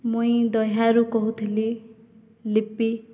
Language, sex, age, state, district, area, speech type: Odia, female, 18-30, Odisha, Boudh, rural, spontaneous